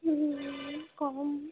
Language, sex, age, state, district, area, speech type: Bengali, female, 18-30, West Bengal, Alipurduar, rural, conversation